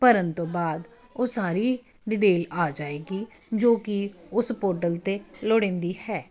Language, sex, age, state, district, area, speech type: Punjabi, female, 45-60, Punjab, Kapurthala, urban, spontaneous